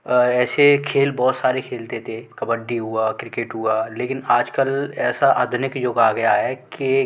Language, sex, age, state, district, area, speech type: Hindi, male, 18-30, Madhya Pradesh, Gwalior, urban, spontaneous